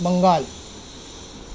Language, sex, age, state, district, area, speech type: Urdu, male, 60+, Maharashtra, Nashik, urban, spontaneous